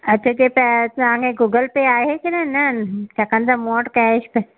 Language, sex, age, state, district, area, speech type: Sindhi, female, 60+, Maharashtra, Mumbai Suburban, urban, conversation